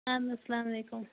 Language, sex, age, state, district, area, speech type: Kashmiri, female, 18-30, Jammu and Kashmir, Budgam, rural, conversation